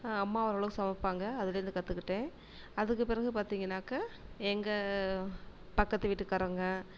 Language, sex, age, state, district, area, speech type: Tamil, female, 30-45, Tamil Nadu, Tiruchirappalli, rural, spontaneous